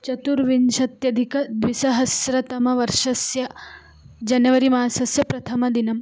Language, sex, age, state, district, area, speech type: Sanskrit, female, 18-30, Karnataka, Belgaum, urban, spontaneous